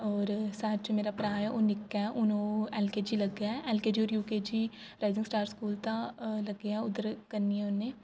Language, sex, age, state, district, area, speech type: Dogri, female, 18-30, Jammu and Kashmir, Jammu, rural, spontaneous